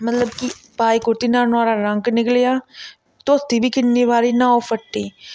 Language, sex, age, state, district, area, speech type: Dogri, female, 18-30, Jammu and Kashmir, Reasi, rural, spontaneous